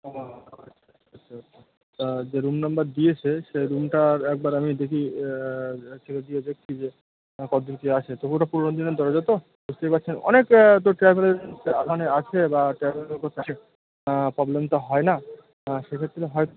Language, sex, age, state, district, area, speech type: Bengali, male, 30-45, West Bengal, Birbhum, urban, conversation